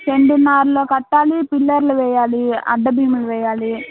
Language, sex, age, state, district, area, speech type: Telugu, female, 18-30, Andhra Pradesh, Guntur, urban, conversation